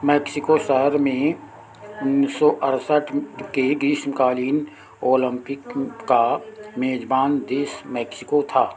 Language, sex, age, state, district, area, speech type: Hindi, male, 60+, Uttar Pradesh, Sitapur, rural, read